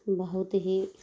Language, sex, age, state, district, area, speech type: Urdu, female, 30-45, Bihar, Darbhanga, rural, spontaneous